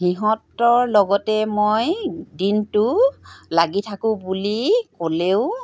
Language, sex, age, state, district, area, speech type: Assamese, female, 45-60, Assam, Golaghat, rural, spontaneous